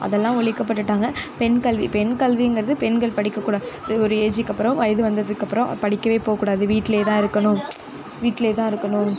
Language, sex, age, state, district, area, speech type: Tamil, female, 18-30, Tamil Nadu, Nagapattinam, rural, spontaneous